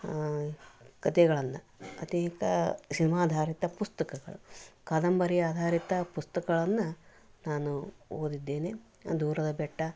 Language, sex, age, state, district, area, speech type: Kannada, female, 60+, Karnataka, Koppal, rural, spontaneous